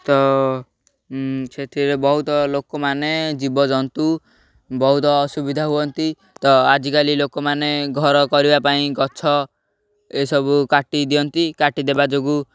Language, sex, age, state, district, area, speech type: Odia, male, 18-30, Odisha, Ganjam, urban, spontaneous